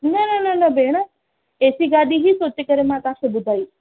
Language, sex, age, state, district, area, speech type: Sindhi, female, 30-45, Maharashtra, Thane, urban, conversation